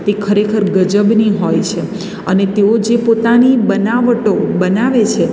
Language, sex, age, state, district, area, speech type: Gujarati, female, 30-45, Gujarat, Surat, urban, spontaneous